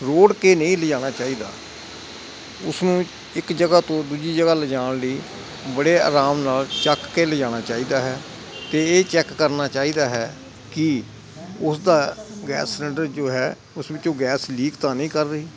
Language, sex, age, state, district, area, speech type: Punjabi, male, 60+, Punjab, Hoshiarpur, rural, spontaneous